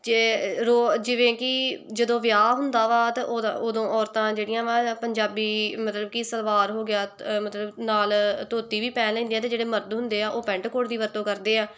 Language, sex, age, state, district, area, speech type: Punjabi, female, 18-30, Punjab, Tarn Taran, rural, spontaneous